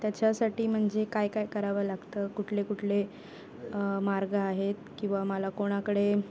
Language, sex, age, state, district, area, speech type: Marathi, female, 18-30, Maharashtra, Ratnagiri, rural, spontaneous